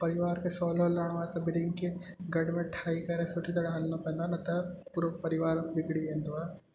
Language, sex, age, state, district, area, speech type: Sindhi, male, 18-30, Gujarat, Kutch, urban, spontaneous